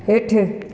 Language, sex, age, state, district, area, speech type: Sindhi, female, 30-45, Gujarat, Junagadh, urban, read